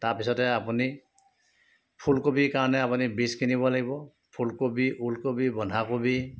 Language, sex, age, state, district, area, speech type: Assamese, male, 45-60, Assam, Sivasagar, rural, spontaneous